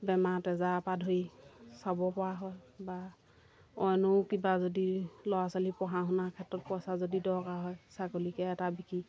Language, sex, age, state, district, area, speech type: Assamese, female, 30-45, Assam, Golaghat, rural, spontaneous